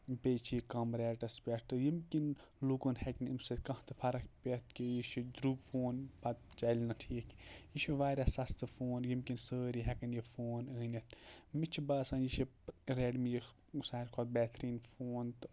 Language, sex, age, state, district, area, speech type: Kashmiri, male, 30-45, Jammu and Kashmir, Kupwara, rural, spontaneous